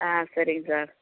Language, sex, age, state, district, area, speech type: Tamil, female, 60+, Tamil Nadu, Ariyalur, rural, conversation